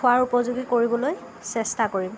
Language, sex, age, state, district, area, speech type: Assamese, female, 30-45, Assam, Lakhimpur, rural, spontaneous